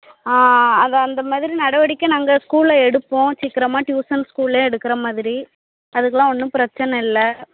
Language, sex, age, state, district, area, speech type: Tamil, female, 18-30, Tamil Nadu, Thoothukudi, rural, conversation